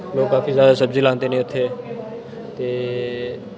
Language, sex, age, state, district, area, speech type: Dogri, male, 18-30, Jammu and Kashmir, Udhampur, rural, spontaneous